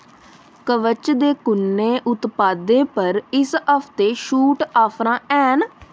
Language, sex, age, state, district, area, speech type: Dogri, female, 30-45, Jammu and Kashmir, Samba, urban, read